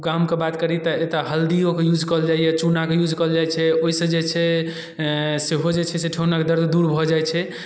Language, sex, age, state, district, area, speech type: Maithili, male, 18-30, Bihar, Darbhanga, rural, spontaneous